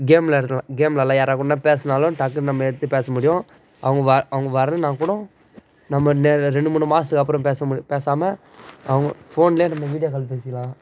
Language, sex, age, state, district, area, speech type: Tamil, male, 18-30, Tamil Nadu, Tiruvannamalai, rural, spontaneous